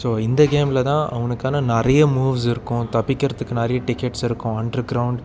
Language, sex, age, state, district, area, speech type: Tamil, male, 18-30, Tamil Nadu, Salem, urban, spontaneous